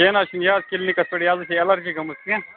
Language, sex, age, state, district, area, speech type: Kashmiri, male, 18-30, Jammu and Kashmir, Budgam, rural, conversation